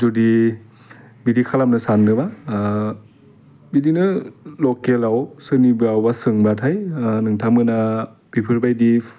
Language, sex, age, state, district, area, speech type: Bodo, male, 30-45, Assam, Udalguri, urban, spontaneous